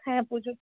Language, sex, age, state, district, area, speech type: Bengali, female, 18-30, West Bengal, Uttar Dinajpur, rural, conversation